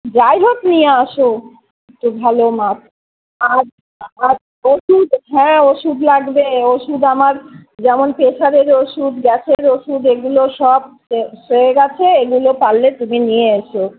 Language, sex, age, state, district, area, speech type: Bengali, female, 60+, West Bengal, Kolkata, urban, conversation